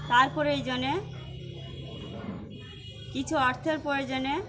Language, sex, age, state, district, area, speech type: Bengali, female, 45-60, West Bengal, Birbhum, urban, spontaneous